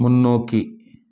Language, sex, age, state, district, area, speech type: Tamil, male, 60+, Tamil Nadu, Krishnagiri, rural, read